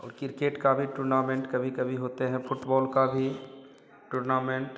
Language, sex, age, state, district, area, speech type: Hindi, male, 30-45, Bihar, Madhepura, rural, spontaneous